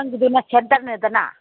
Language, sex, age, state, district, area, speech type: Manipuri, female, 60+, Manipur, Senapati, rural, conversation